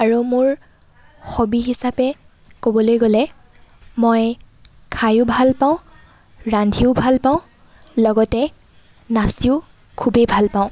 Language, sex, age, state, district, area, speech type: Assamese, female, 18-30, Assam, Lakhimpur, urban, spontaneous